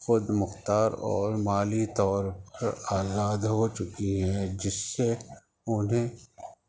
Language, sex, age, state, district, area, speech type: Urdu, male, 45-60, Uttar Pradesh, Rampur, urban, spontaneous